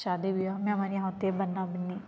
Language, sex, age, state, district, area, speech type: Hindi, female, 18-30, Madhya Pradesh, Ujjain, rural, spontaneous